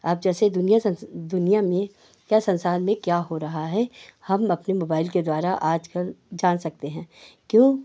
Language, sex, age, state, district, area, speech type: Hindi, female, 60+, Uttar Pradesh, Hardoi, rural, spontaneous